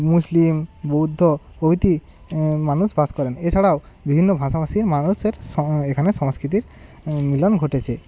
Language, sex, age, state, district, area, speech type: Bengali, male, 30-45, West Bengal, Hooghly, rural, spontaneous